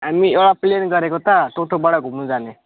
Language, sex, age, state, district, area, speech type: Nepali, male, 18-30, West Bengal, Alipurduar, urban, conversation